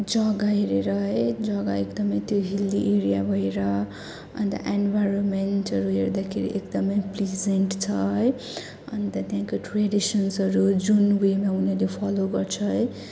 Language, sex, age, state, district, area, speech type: Nepali, female, 18-30, West Bengal, Kalimpong, rural, spontaneous